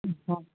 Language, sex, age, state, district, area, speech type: Sindhi, female, 60+, Maharashtra, Ahmednagar, urban, conversation